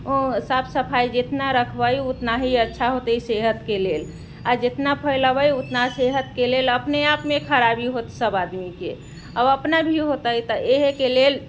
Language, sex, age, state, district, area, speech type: Maithili, female, 30-45, Bihar, Muzaffarpur, urban, spontaneous